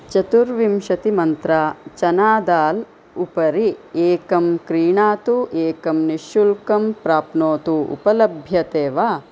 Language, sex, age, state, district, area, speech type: Sanskrit, female, 45-60, Karnataka, Chikkaballapur, urban, read